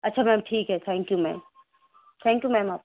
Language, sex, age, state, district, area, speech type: Urdu, female, 45-60, Uttar Pradesh, Lucknow, rural, conversation